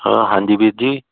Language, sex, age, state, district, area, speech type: Punjabi, male, 30-45, Punjab, Fatehgarh Sahib, rural, conversation